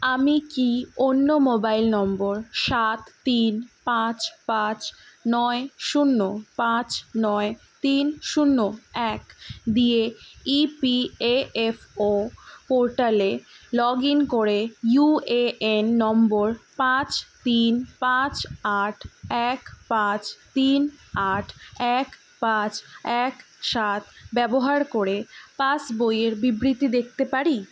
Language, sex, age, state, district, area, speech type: Bengali, female, 18-30, West Bengal, Kolkata, urban, read